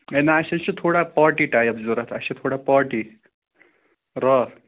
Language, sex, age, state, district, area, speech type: Kashmiri, male, 30-45, Jammu and Kashmir, Srinagar, urban, conversation